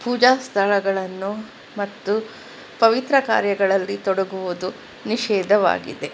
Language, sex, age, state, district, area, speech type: Kannada, female, 45-60, Karnataka, Kolar, urban, spontaneous